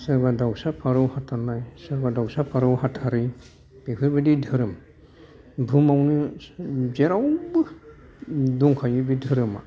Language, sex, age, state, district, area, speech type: Bodo, male, 60+, Assam, Kokrajhar, urban, spontaneous